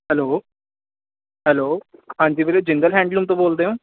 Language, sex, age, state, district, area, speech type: Punjabi, male, 18-30, Punjab, Ludhiana, urban, conversation